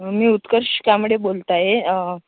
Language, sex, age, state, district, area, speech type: Marathi, male, 18-30, Maharashtra, Wardha, rural, conversation